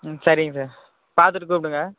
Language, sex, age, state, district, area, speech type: Tamil, male, 18-30, Tamil Nadu, Krishnagiri, rural, conversation